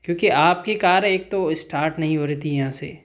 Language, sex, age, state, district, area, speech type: Hindi, male, 18-30, Madhya Pradesh, Ujjain, urban, spontaneous